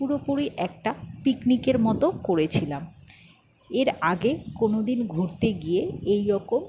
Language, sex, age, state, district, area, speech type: Bengali, female, 60+, West Bengal, Jhargram, rural, spontaneous